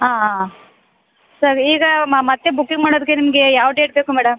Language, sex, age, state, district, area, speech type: Kannada, female, 30-45, Karnataka, Chamarajanagar, rural, conversation